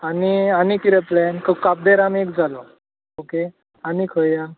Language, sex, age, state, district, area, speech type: Goan Konkani, male, 18-30, Goa, Tiswadi, rural, conversation